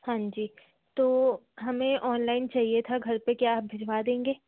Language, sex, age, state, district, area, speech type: Hindi, female, 30-45, Madhya Pradesh, Jabalpur, urban, conversation